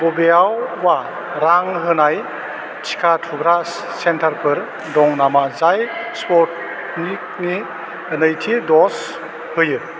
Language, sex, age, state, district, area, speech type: Bodo, male, 45-60, Assam, Chirang, rural, read